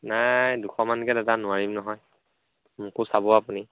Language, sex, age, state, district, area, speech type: Assamese, male, 18-30, Assam, Majuli, urban, conversation